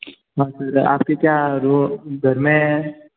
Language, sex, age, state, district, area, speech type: Hindi, male, 18-30, Rajasthan, Jodhpur, urban, conversation